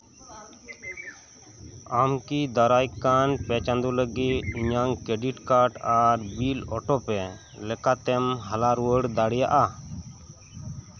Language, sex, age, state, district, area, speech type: Santali, male, 30-45, West Bengal, Birbhum, rural, read